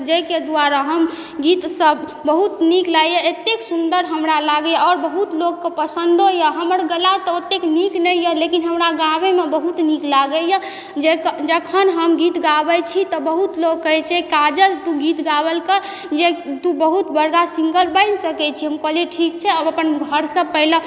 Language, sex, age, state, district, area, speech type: Maithili, female, 18-30, Bihar, Supaul, rural, spontaneous